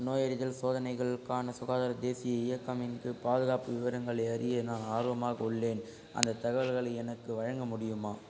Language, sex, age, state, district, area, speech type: Tamil, male, 18-30, Tamil Nadu, Ranipet, rural, read